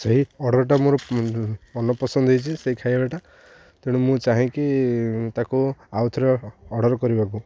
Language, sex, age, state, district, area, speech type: Odia, male, 18-30, Odisha, Jagatsinghpur, urban, spontaneous